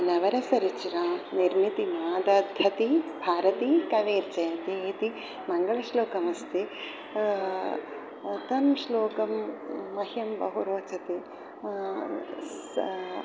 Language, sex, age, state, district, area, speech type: Sanskrit, female, 60+, Telangana, Peddapalli, urban, spontaneous